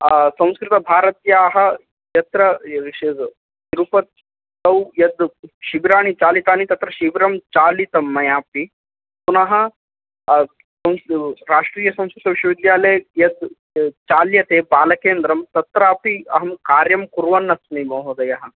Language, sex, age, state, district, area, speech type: Sanskrit, male, 18-30, Karnataka, Uttara Kannada, rural, conversation